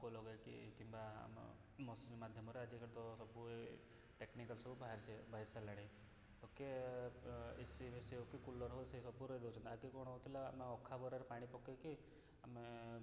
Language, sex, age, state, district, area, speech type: Odia, male, 30-45, Odisha, Cuttack, urban, spontaneous